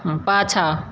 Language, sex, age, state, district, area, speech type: Maithili, female, 60+, Bihar, Madhepura, urban, read